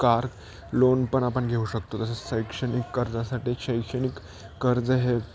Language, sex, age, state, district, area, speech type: Marathi, male, 18-30, Maharashtra, Nashik, urban, spontaneous